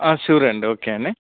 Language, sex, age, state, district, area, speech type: Telugu, male, 30-45, Telangana, Karimnagar, rural, conversation